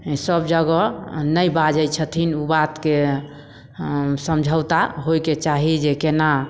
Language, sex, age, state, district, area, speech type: Maithili, female, 30-45, Bihar, Samastipur, rural, spontaneous